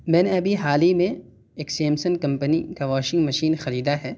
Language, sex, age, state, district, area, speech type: Urdu, male, 18-30, Delhi, South Delhi, urban, spontaneous